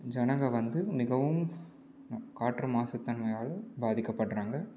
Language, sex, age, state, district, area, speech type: Tamil, male, 18-30, Tamil Nadu, Salem, urban, spontaneous